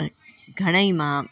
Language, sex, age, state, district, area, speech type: Sindhi, female, 60+, Delhi, South Delhi, urban, spontaneous